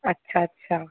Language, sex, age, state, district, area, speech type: Sindhi, female, 18-30, Rajasthan, Ajmer, urban, conversation